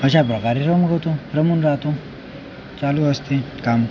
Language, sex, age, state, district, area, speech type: Marathi, male, 18-30, Maharashtra, Akola, rural, spontaneous